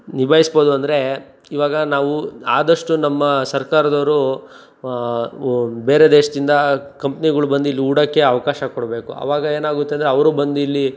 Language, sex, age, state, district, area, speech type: Kannada, male, 30-45, Karnataka, Chikkaballapur, urban, spontaneous